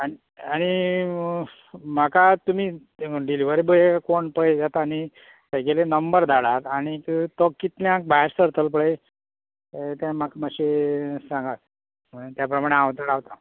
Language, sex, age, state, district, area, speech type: Goan Konkani, male, 45-60, Goa, Canacona, rural, conversation